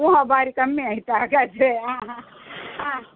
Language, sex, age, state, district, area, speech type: Kannada, female, 60+, Karnataka, Udupi, rural, conversation